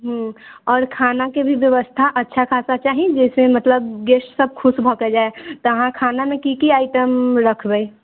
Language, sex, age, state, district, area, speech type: Maithili, female, 30-45, Bihar, Sitamarhi, urban, conversation